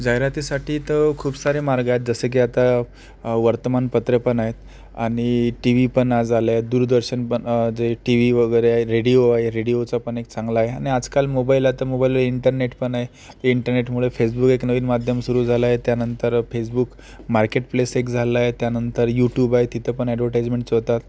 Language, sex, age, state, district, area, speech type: Marathi, male, 18-30, Maharashtra, Akola, rural, spontaneous